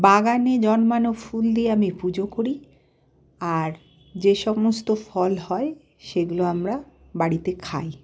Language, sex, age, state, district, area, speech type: Bengali, female, 45-60, West Bengal, Malda, rural, spontaneous